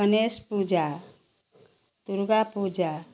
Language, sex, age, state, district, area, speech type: Hindi, female, 60+, Bihar, Samastipur, urban, spontaneous